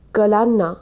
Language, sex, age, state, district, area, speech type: Marathi, female, 18-30, Maharashtra, Nashik, urban, spontaneous